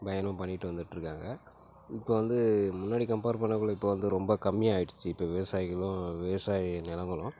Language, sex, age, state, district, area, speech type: Tamil, male, 30-45, Tamil Nadu, Tiruchirappalli, rural, spontaneous